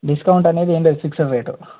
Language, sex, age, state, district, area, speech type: Telugu, male, 18-30, Telangana, Nagarkurnool, urban, conversation